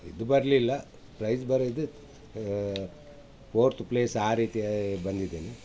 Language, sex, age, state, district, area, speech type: Kannada, male, 60+, Karnataka, Udupi, rural, spontaneous